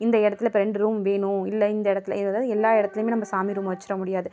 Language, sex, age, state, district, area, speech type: Tamil, female, 30-45, Tamil Nadu, Tiruvarur, rural, spontaneous